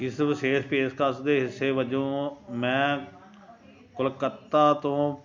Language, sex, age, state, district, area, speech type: Punjabi, male, 60+, Punjab, Ludhiana, rural, read